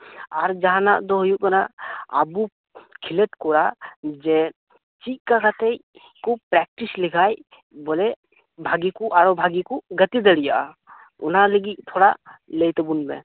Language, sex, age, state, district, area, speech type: Santali, male, 18-30, West Bengal, Birbhum, rural, conversation